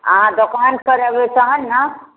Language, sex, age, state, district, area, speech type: Maithili, female, 60+, Bihar, Darbhanga, urban, conversation